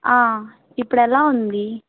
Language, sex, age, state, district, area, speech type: Telugu, female, 18-30, Andhra Pradesh, Nellore, rural, conversation